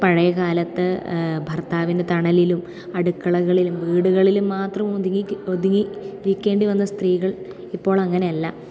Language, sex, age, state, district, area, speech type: Malayalam, female, 18-30, Kerala, Thrissur, urban, spontaneous